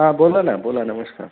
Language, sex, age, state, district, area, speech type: Marathi, male, 30-45, Maharashtra, Jalna, rural, conversation